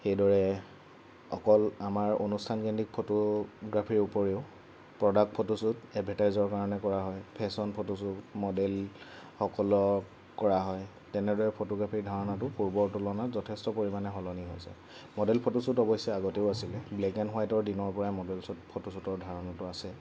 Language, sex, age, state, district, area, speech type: Assamese, male, 18-30, Assam, Lakhimpur, rural, spontaneous